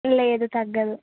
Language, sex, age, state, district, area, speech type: Telugu, female, 18-30, Telangana, Karimnagar, urban, conversation